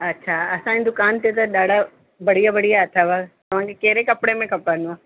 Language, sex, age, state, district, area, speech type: Sindhi, female, 45-60, Delhi, South Delhi, urban, conversation